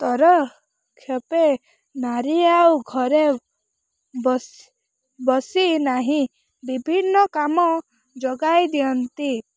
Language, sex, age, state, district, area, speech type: Odia, female, 18-30, Odisha, Rayagada, rural, spontaneous